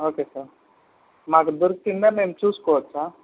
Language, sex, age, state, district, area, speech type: Telugu, male, 18-30, Andhra Pradesh, Chittoor, urban, conversation